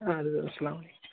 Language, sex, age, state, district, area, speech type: Kashmiri, male, 18-30, Jammu and Kashmir, Srinagar, urban, conversation